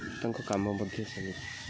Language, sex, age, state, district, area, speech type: Odia, male, 18-30, Odisha, Kendrapara, urban, spontaneous